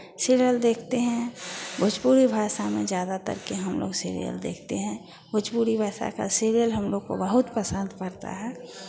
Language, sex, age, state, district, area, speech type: Hindi, female, 60+, Bihar, Vaishali, urban, spontaneous